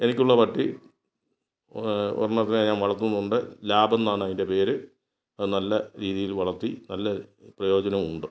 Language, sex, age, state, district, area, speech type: Malayalam, male, 60+, Kerala, Kottayam, rural, spontaneous